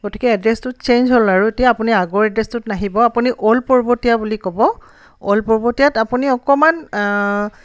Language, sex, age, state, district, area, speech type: Assamese, female, 45-60, Assam, Tinsukia, urban, spontaneous